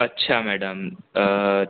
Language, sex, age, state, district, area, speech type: Sindhi, male, 18-30, Gujarat, Surat, urban, conversation